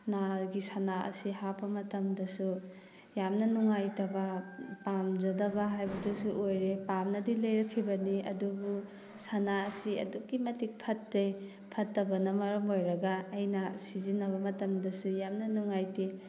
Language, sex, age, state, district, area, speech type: Manipuri, female, 18-30, Manipur, Thoubal, rural, spontaneous